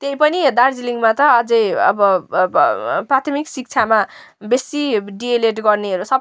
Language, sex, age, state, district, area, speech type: Nepali, female, 18-30, West Bengal, Darjeeling, rural, spontaneous